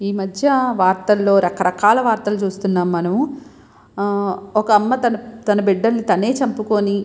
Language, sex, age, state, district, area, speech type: Telugu, female, 30-45, Andhra Pradesh, Visakhapatnam, urban, spontaneous